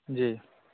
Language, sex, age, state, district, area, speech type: Maithili, male, 60+, Bihar, Saharsa, urban, conversation